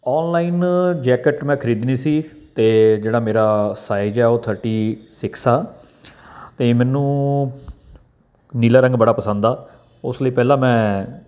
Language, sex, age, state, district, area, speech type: Punjabi, male, 45-60, Punjab, Barnala, urban, spontaneous